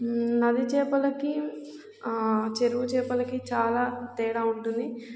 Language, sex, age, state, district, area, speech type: Telugu, female, 18-30, Telangana, Warangal, rural, spontaneous